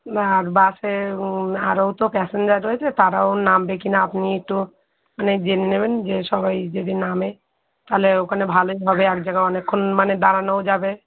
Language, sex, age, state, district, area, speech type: Bengali, female, 30-45, West Bengal, Darjeeling, urban, conversation